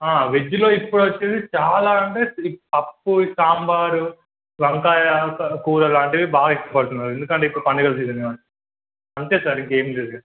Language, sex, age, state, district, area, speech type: Telugu, male, 18-30, Telangana, Hanamkonda, urban, conversation